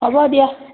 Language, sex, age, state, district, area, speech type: Assamese, female, 18-30, Assam, Dhemaji, rural, conversation